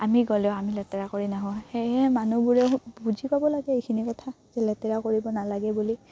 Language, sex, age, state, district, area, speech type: Assamese, female, 18-30, Assam, Udalguri, rural, spontaneous